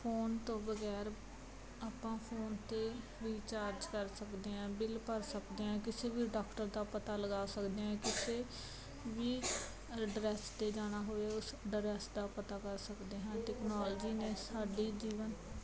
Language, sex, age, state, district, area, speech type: Punjabi, female, 30-45, Punjab, Muktsar, urban, spontaneous